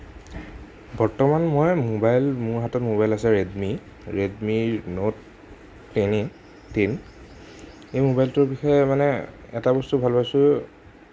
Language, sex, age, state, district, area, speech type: Assamese, male, 18-30, Assam, Nagaon, rural, spontaneous